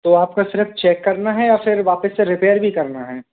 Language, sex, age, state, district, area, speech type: Hindi, male, 18-30, Madhya Pradesh, Hoshangabad, urban, conversation